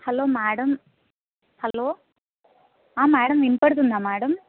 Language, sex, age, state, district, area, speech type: Telugu, female, 30-45, Andhra Pradesh, Guntur, urban, conversation